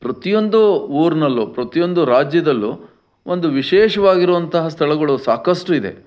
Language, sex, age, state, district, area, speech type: Kannada, male, 60+, Karnataka, Chitradurga, rural, spontaneous